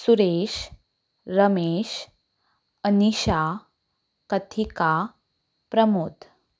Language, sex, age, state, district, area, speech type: Goan Konkani, female, 18-30, Goa, Canacona, rural, spontaneous